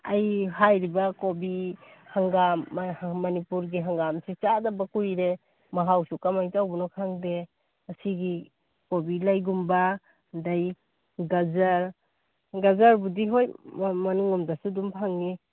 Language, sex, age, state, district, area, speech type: Manipuri, female, 45-60, Manipur, Churachandpur, urban, conversation